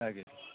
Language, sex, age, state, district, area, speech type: Bodo, male, 60+, Assam, Kokrajhar, rural, conversation